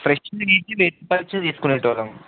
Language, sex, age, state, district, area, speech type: Telugu, male, 18-30, Telangana, Ranga Reddy, urban, conversation